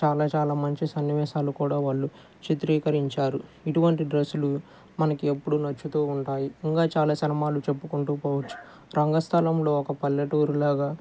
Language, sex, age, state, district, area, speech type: Telugu, male, 30-45, Andhra Pradesh, Guntur, urban, spontaneous